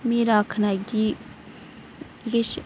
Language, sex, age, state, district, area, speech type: Dogri, female, 18-30, Jammu and Kashmir, Reasi, rural, spontaneous